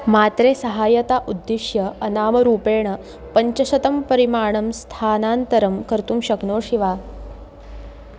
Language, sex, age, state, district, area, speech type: Sanskrit, female, 18-30, Maharashtra, Wardha, urban, read